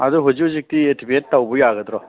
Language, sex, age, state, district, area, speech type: Manipuri, male, 60+, Manipur, Thoubal, rural, conversation